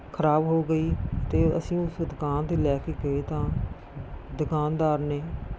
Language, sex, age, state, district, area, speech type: Punjabi, female, 45-60, Punjab, Rupnagar, rural, spontaneous